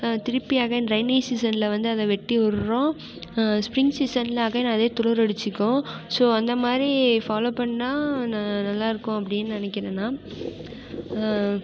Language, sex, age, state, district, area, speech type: Tamil, female, 18-30, Tamil Nadu, Mayiladuthurai, urban, spontaneous